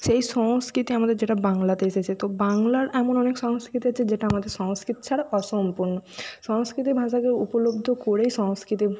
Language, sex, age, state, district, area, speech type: Bengali, female, 45-60, West Bengal, Jhargram, rural, spontaneous